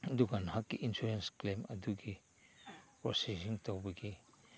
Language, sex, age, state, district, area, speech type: Manipuri, male, 60+, Manipur, Chandel, rural, spontaneous